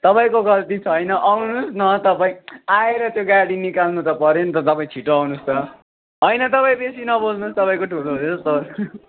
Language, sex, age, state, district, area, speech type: Nepali, male, 18-30, West Bengal, Darjeeling, rural, conversation